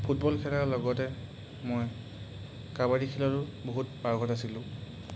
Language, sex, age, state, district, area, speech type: Assamese, male, 45-60, Assam, Charaideo, rural, spontaneous